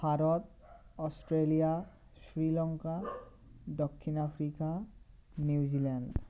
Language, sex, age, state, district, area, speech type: Assamese, male, 18-30, Assam, Morigaon, rural, spontaneous